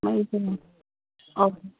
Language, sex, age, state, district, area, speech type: Manipuri, female, 30-45, Manipur, Kangpokpi, urban, conversation